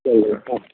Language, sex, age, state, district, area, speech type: Tamil, male, 30-45, Tamil Nadu, Salem, urban, conversation